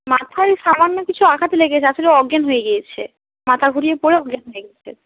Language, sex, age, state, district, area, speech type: Bengali, female, 18-30, West Bengal, Hooghly, urban, conversation